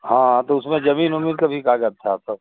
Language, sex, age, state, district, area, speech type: Hindi, male, 60+, Uttar Pradesh, Chandauli, rural, conversation